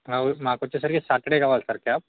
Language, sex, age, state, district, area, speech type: Telugu, male, 18-30, Telangana, Bhadradri Kothagudem, urban, conversation